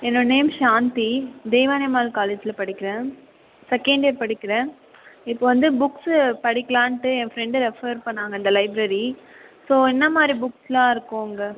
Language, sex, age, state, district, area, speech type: Tamil, female, 18-30, Tamil Nadu, Viluppuram, rural, conversation